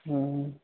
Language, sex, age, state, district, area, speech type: Urdu, male, 18-30, Bihar, Gaya, rural, conversation